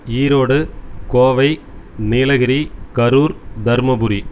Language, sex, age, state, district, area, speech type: Tamil, male, 30-45, Tamil Nadu, Erode, rural, spontaneous